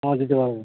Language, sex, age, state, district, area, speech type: Bengali, male, 60+, West Bengal, Uttar Dinajpur, urban, conversation